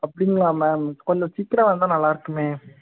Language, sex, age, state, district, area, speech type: Tamil, male, 18-30, Tamil Nadu, Tirunelveli, rural, conversation